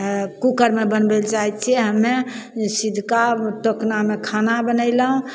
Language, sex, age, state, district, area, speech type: Maithili, female, 60+, Bihar, Begusarai, rural, spontaneous